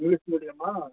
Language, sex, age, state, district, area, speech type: Kannada, male, 45-60, Karnataka, Ramanagara, rural, conversation